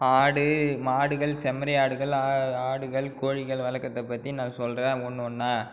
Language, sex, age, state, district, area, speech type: Tamil, female, 18-30, Tamil Nadu, Cuddalore, rural, spontaneous